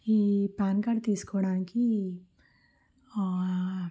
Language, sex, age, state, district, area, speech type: Telugu, female, 30-45, Telangana, Warangal, urban, spontaneous